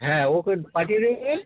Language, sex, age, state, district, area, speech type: Bengali, male, 60+, West Bengal, North 24 Parganas, urban, conversation